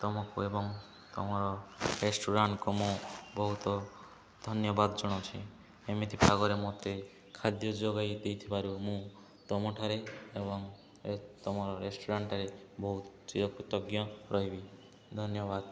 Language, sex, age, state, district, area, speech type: Odia, male, 18-30, Odisha, Subarnapur, urban, spontaneous